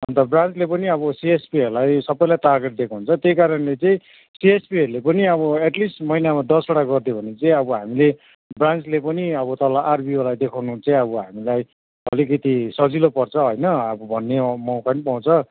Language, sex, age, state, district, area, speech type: Nepali, male, 45-60, West Bengal, Kalimpong, rural, conversation